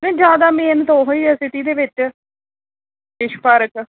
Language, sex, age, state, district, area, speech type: Punjabi, female, 45-60, Punjab, Gurdaspur, urban, conversation